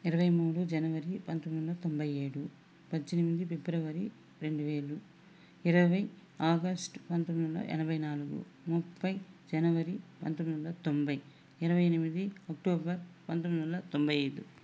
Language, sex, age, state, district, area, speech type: Telugu, female, 45-60, Andhra Pradesh, Sri Balaji, rural, spontaneous